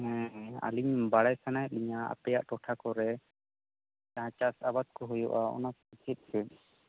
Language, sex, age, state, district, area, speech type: Santali, male, 18-30, West Bengal, Bankura, rural, conversation